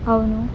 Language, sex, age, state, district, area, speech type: Telugu, female, 18-30, Andhra Pradesh, Krishna, urban, spontaneous